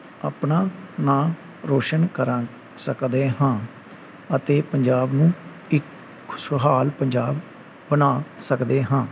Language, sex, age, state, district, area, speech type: Punjabi, male, 30-45, Punjab, Gurdaspur, rural, spontaneous